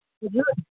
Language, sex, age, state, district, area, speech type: Nepali, female, 18-30, West Bengal, Kalimpong, rural, conversation